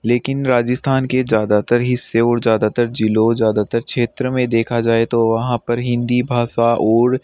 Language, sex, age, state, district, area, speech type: Hindi, male, 45-60, Rajasthan, Jaipur, urban, spontaneous